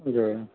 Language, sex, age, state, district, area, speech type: Urdu, male, 45-60, Uttar Pradesh, Gautam Buddha Nagar, urban, conversation